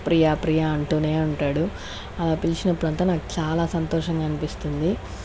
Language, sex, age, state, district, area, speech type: Telugu, female, 30-45, Andhra Pradesh, Chittoor, rural, spontaneous